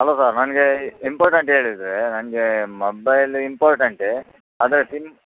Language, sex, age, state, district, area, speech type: Kannada, male, 30-45, Karnataka, Udupi, rural, conversation